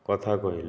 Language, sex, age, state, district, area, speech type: Odia, male, 30-45, Odisha, Nayagarh, rural, spontaneous